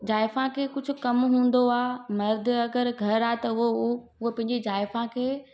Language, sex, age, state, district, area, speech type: Sindhi, female, 30-45, Gujarat, Surat, urban, spontaneous